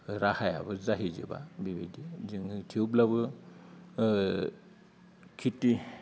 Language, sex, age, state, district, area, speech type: Bodo, male, 45-60, Assam, Udalguri, rural, spontaneous